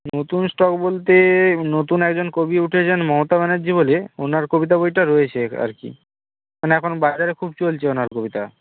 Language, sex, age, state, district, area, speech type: Bengali, male, 60+, West Bengal, Nadia, rural, conversation